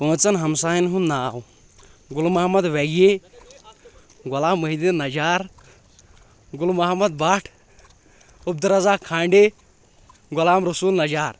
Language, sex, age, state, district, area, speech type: Kashmiri, male, 18-30, Jammu and Kashmir, Shopian, urban, spontaneous